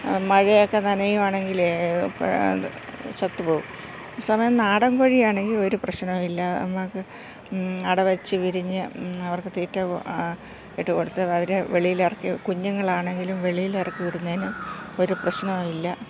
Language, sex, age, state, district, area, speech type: Malayalam, female, 60+, Kerala, Thiruvananthapuram, urban, spontaneous